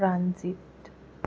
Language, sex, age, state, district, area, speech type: Assamese, female, 30-45, Assam, Jorhat, urban, spontaneous